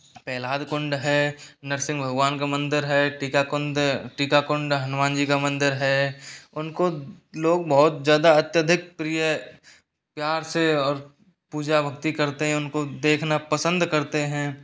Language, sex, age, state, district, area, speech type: Hindi, male, 30-45, Rajasthan, Karauli, rural, spontaneous